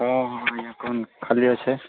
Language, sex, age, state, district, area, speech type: Odia, male, 18-30, Odisha, Subarnapur, urban, conversation